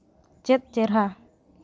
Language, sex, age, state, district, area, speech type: Santali, female, 18-30, Jharkhand, Seraikela Kharsawan, rural, read